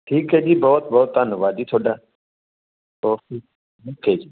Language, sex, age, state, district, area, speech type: Punjabi, male, 45-60, Punjab, Tarn Taran, rural, conversation